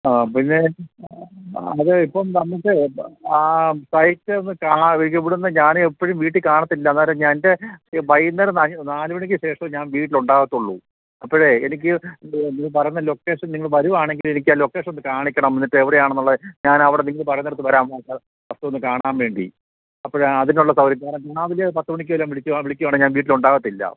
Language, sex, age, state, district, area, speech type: Malayalam, male, 60+, Kerala, Kottayam, rural, conversation